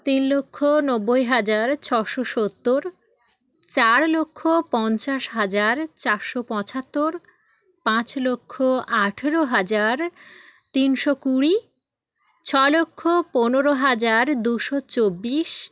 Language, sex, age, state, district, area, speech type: Bengali, female, 18-30, West Bengal, South 24 Parganas, rural, spontaneous